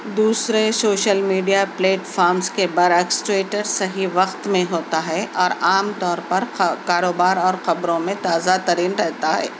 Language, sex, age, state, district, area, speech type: Urdu, female, 30-45, Telangana, Hyderabad, urban, read